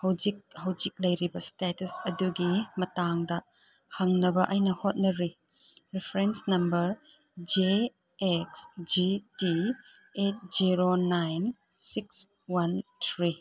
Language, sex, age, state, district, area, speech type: Manipuri, female, 45-60, Manipur, Chandel, rural, read